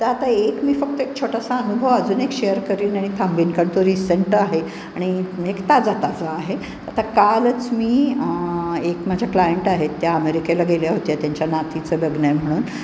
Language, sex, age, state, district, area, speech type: Marathi, female, 60+, Maharashtra, Pune, urban, spontaneous